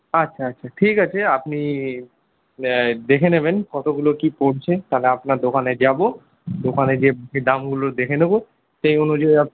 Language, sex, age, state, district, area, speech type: Bengali, male, 60+, West Bengal, Paschim Bardhaman, urban, conversation